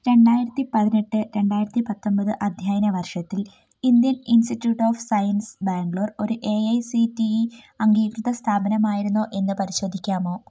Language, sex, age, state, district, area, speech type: Malayalam, female, 18-30, Kerala, Wayanad, rural, read